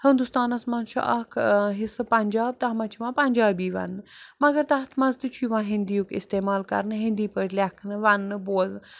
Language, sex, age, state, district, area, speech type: Kashmiri, female, 60+, Jammu and Kashmir, Srinagar, urban, spontaneous